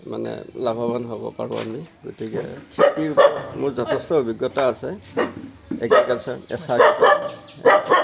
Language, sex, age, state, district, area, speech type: Assamese, male, 60+, Assam, Darrang, rural, spontaneous